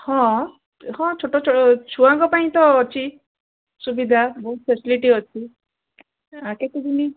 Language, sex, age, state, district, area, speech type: Odia, female, 60+, Odisha, Gajapati, rural, conversation